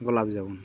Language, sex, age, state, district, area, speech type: Santali, male, 45-60, Odisha, Mayurbhanj, rural, spontaneous